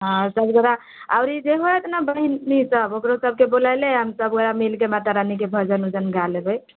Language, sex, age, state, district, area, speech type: Maithili, female, 18-30, Bihar, Muzaffarpur, rural, conversation